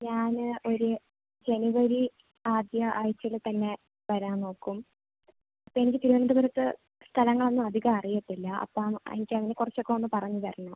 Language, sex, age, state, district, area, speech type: Malayalam, female, 18-30, Kerala, Thiruvananthapuram, rural, conversation